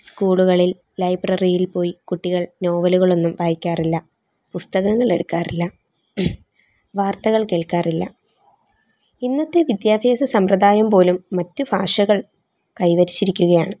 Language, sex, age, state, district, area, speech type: Malayalam, female, 18-30, Kerala, Thiruvananthapuram, rural, spontaneous